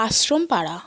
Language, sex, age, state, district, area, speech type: Bengali, female, 18-30, West Bengal, South 24 Parganas, rural, spontaneous